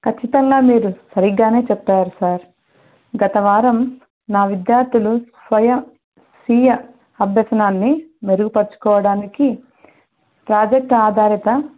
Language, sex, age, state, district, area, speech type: Telugu, female, 30-45, Andhra Pradesh, Sri Satya Sai, urban, conversation